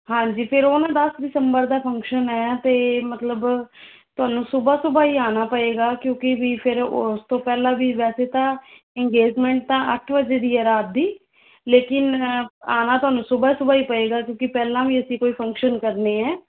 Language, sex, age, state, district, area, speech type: Punjabi, female, 30-45, Punjab, Fazilka, rural, conversation